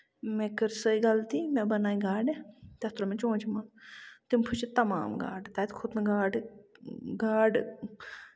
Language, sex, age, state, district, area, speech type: Kashmiri, female, 30-45, Jammu and Kashmir, Bandipora, rural, spontaneous